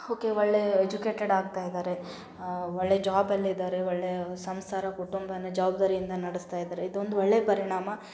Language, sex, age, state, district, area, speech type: Kannada, female, 18-30, Karnataka, Gulbarga, urban, spontaneous